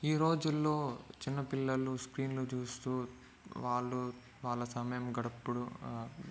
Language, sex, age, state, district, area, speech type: Telugu, male, 45-60, Andhra Pradesh, Chittoor, urban, spontaneous